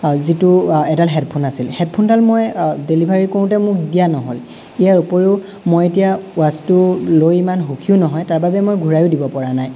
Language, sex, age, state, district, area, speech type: Assamese, male, 18-30, Assam, Lakhimpur, rural, spontaneous